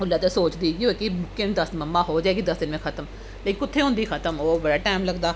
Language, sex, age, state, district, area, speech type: Dogri, female, 30-45, Jammu and Kashmir, Jammu, urban, spontaneous